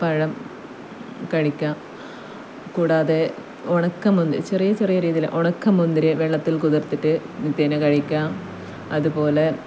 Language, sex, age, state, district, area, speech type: Malayalam, female, 30-45, Kerala, Kasaragod, rural, spontaneous